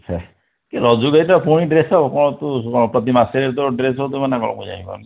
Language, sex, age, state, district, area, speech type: Odia, male, 45-60, Odisha, Dhenkanal, rural, conversation